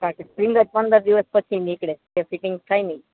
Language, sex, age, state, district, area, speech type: Gujarati, female, 45-60, Gujarat, Morbi, urban, conversation